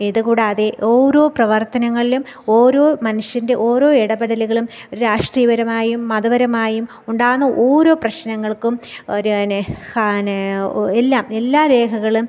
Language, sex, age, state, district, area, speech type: Malayalam, female, 30-45, Kerala, Thiruvananthapuram, rural, spontaneous